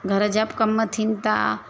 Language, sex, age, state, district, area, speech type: Sindhi, female, 30-45, Gujarat, Surat, urban, spontaneous